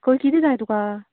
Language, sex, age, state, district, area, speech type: Goan Konkani, female, 30-45, Goa, Canacona, rural, conversation